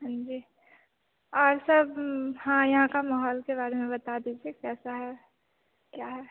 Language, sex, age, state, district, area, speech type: Hindi, female, 18-30, Bihar, Begusarai, rural, conversation